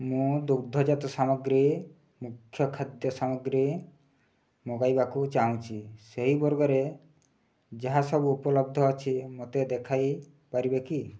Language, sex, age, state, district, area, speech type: Odia, male, 30-45, Odisha, Mayurbhanj, rural, read